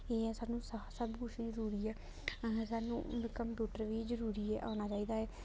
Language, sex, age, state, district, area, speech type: Dogri, female, 18-30, Jammu and Kashmir, Kathua, rural, spontaneous